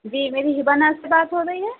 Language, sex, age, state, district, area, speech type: Urdu, female, 30-45, Delhi, East Delhi, urban, conversation